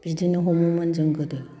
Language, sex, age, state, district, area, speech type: Bodo, female, 60+, Assam, Kokrajhar, urban, spontaneous